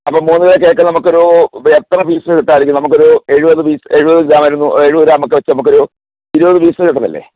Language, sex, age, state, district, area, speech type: Malayalam, male, 45-60, Kerala, Kollam, rural, conversation